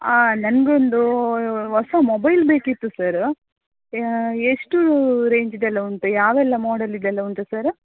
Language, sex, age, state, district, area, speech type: Kannada, female, 30-45, Karnataka, Dakshina Kannada, rural, conversation